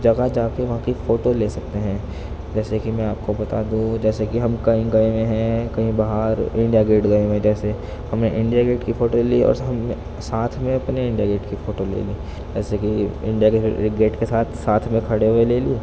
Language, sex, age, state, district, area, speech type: Urdu, male, 18-30, Delhi, East Delhi, urban, spontaneous